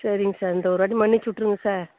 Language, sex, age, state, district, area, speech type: Tamil, female, 60+, Tamil Nadu, Chengalpattu, rural, conversation